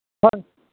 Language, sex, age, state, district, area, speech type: Manipuri, male, 60+, Manipur, Chandel, rural, conversation